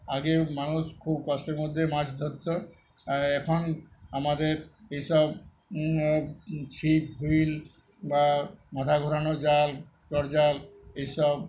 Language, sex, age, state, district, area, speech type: Bengali, male, 60+, West Bengal, Uttar Dinajpur, urban, spontaneous